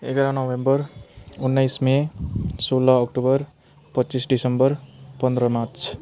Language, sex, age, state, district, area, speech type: Nepali, male, 30-45, West Bengal, Jalpaiguri, rural, spontaneous